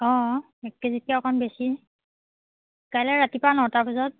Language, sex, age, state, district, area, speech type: Assamese, female, 30-45, Assam, Biswanath, rural, conversation